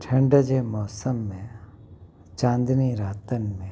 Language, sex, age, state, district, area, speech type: Sindhi, male, 30-45, Gujarat, Kutch, urban, spontaneous